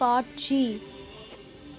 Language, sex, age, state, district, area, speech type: Tamil, female, 45-60, Tamil Nadu, Mayiladuthurai, rural, read